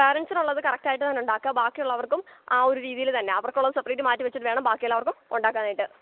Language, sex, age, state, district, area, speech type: Malayalam, male, 18-30, Kerala, Alappuzha, rural, conversation